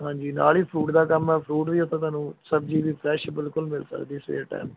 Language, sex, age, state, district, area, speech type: Punjabi, male, 30-45, Punjab, Gurdaspur, rural, conversation